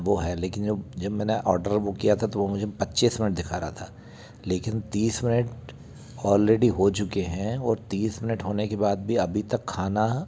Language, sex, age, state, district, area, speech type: Hindi, male, 60+, Madhya Pradesh, Bhopal, urban, spontaneous